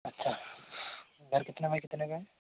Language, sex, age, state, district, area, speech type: Hindi, male, 45-60, Rajasthan, Jodhpur, urban, conversation